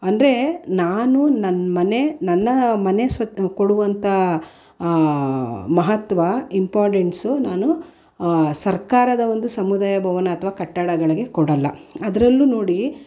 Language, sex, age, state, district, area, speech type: Kannada, female, 45-60, Karnataka, Mysore, urban, spontaneous